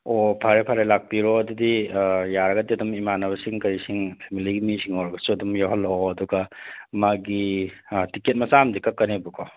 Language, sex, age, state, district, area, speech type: Manipuri, male, 18-30, Manipur, Churachandpur, rural, conversation